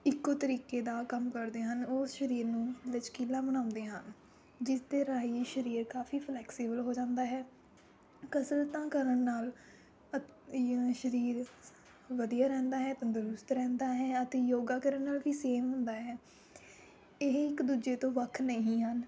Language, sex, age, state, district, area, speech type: Punjabi, female, 18-30, Punjab, Rupnagar, rural, spontaneous